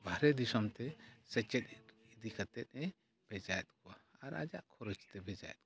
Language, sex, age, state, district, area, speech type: Santali, male, 45-60, Jharkhand, East Singhbhum, rural, spontaneous